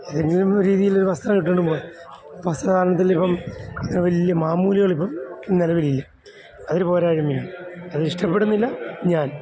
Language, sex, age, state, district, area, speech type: Malayalam, male, 45-60, Kerala, Alappuzha, rural, spontaneous